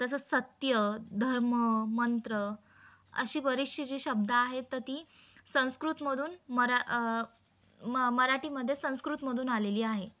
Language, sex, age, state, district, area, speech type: Marathi, female, 18-30, Maharashtra, Ahmednagar, urban, spontaneous